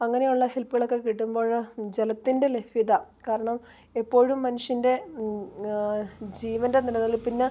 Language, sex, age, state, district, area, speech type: Malayalam, female, 30-45, Kerala, Idukki, rural, spontaneous